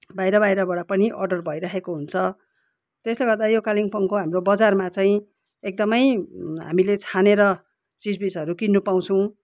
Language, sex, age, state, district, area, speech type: Nepali, female, 45-60, West Bengal, Kalimpong, rural, spontaneous